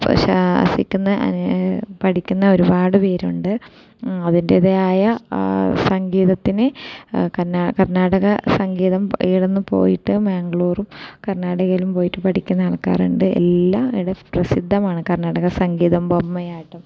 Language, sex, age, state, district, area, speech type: Malayalam, female, 30-45, Kerala, Kasaragod, rural, spontaneous